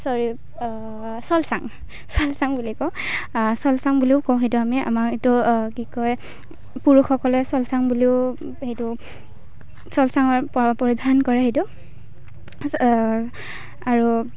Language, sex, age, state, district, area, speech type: Assamese, female, 18-30, Assam, Kamrup Metropolitan, rural, spontaneous